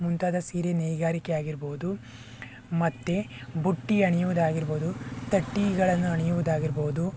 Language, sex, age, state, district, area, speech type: Kannada, male, 45-60, Karnataka, Tumkur, rural, spontaneous